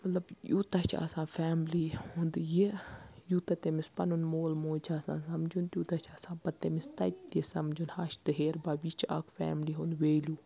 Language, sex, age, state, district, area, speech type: Kashmiri, female, 18-30, Jammu and Kashmir, Baramulla, rural, spontaneous